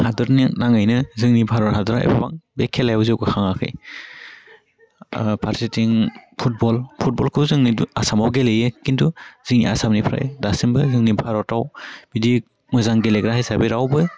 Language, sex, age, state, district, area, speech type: Bodo, male, 18-30, Assam, Udalguri, rural, spontaneous